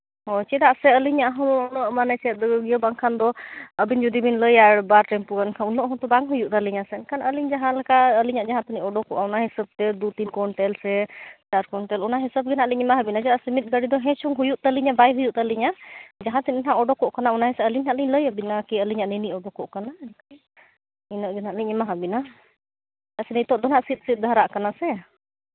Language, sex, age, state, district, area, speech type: Santali, female, 18-30, Jharkhand, Seraikela Kharsawan, rural, conversation